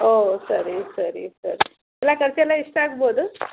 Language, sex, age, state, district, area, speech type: Kannada, female, 45-60, Karnataka, Kolar, urban, conversation